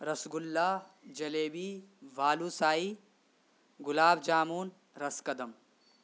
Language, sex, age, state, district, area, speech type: Urdu, male, 18-30, Bihar, Saharsa, rural, spontaneous